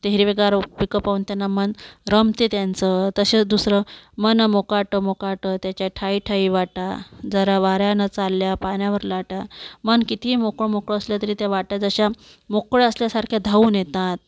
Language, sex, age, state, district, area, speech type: Marathi, female, 45-60, Maharashtra, Amravati, urban, spontaneous